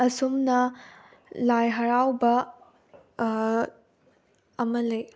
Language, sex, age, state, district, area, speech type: Manipuri, female, 18-30, Manipur, Bishnupur, rural, spontaneous